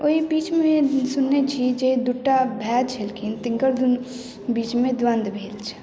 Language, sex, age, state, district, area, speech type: Maithili, female, 18-30, Bihar, Madhubani, urban, spontaneous